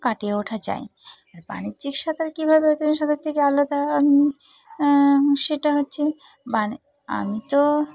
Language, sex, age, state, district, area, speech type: Bengali, female, 30-45, West Bengal, Cooch Behar, urban, spontaneous